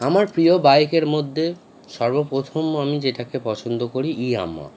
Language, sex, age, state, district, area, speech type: Bengali, male, 30-45, West Bengal, Howrah, urban, spontaneous